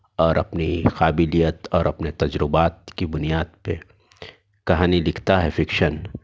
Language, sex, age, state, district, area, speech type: Urdu, male, 30-45, Telangana, Hyderabad, urban, spontaneous